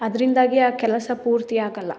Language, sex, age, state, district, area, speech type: Kannada, female, 18-30, Karnataka, Mysore, rural, spontaneous